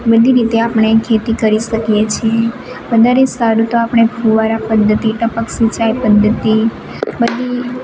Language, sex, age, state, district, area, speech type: Gujarati, female, 18-30, Gujarat, Narmada, rural, spontaneous